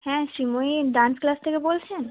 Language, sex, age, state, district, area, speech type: Bengali, female, 18-30, West Bengal, Uttar Dinajpur, rural, conversation